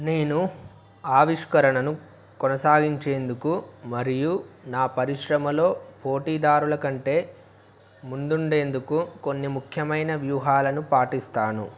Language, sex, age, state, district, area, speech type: Telugu, male, 18-30, Telangana, Wanaparthy, urban, spontaneous